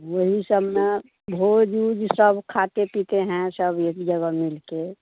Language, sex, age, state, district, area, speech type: Hindi, female, 60+, Bihar, Madhepura, urban, conversation